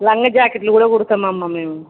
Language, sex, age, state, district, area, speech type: Telugu, female, 30-45, Telangana, Mancherial, rural, conversation